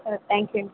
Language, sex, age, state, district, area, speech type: Telugu, female, 30-45, Andhra Pradesh, Vizianagaram, rural, conversation